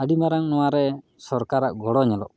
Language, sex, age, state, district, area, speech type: Santali, male, 30-45, West Bengal, Paschim Bardhaman, rural, spontaneous